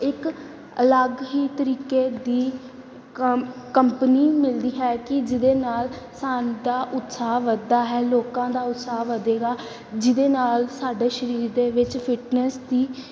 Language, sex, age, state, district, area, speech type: Punjabi, female, 18-30, Punjab, Gurdaspur, rural, spontaneous